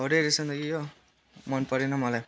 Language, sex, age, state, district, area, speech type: Nepali, male, 18-30, West Bengal, Kalimpong, rural, spontaneous